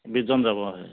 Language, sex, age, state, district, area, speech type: Assamese, male, 45-60, Assam, Charaideo, urban, conversation